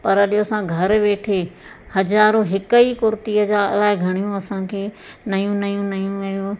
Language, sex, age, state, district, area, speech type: Sindhi, female, 45-60, Madhya Pradesh, Katni, urban, spontaneous